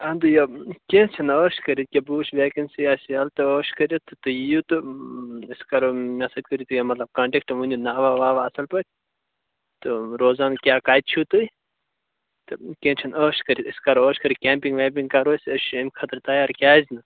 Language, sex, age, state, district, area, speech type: Kashmiri, male, 30-45, Jammu and Kashmir, Bandipora, rural, conversation